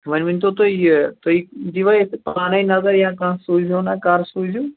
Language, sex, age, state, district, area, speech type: Kashmiri, male, 30-45, Jammu and Kashmir, Kupwara, rural, conversation